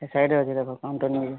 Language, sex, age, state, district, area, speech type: Odia, male, 18-30, Odisha, Bargarh, urban, conversation